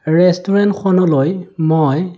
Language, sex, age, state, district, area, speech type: Assamese, male, 30-45, Assam, Sonitpur, rural, spontaneous